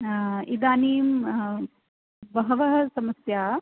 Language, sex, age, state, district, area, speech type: Sanskrit, female, 45-60, Rajasthan, Jaipur, rural, conversation